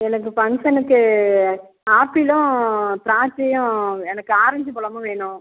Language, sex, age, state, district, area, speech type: Tamil, female, 30-45, Tamil Nadu, Tiruchirappalli, rural, conversation